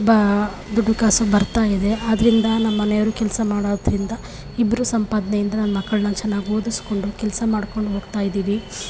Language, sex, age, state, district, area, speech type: Kannada, female, 30-45, Karnataka, Chamarajanagar, rural, spontaneous